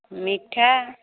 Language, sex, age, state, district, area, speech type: Odia, female, 45-60, Odisha, Angul, rural, conversation